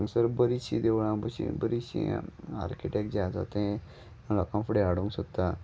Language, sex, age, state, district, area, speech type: Goan Konkani, male, 30-45, Goa, Salcete, rural, spontaneous